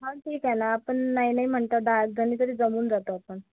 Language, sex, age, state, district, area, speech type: Marathi, female, 30-45, Maharashtra, Amravati, urban, conversation